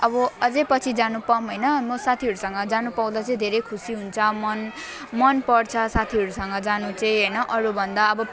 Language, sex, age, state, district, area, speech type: Nepali, female, 18-30, West Bengal, Alipurduar, urban, spontaneous